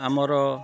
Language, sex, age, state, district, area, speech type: Odia, male, 45-60, Odisha, Kendrapara, urban, spontaneous